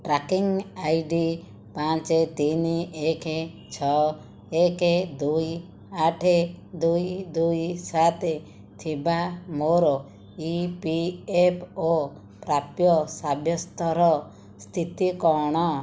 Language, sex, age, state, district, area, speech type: Odia, female, 30-45, Odisha, Jajpur, rural, read